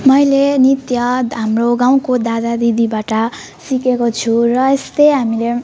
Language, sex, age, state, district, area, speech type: Nepali, female, 18-30, West Bengal, Alipurduar, urban, spontaneous